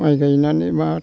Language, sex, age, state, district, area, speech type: Bodo, male, 60+, Assam, Kokrajhar, urban, spontaneous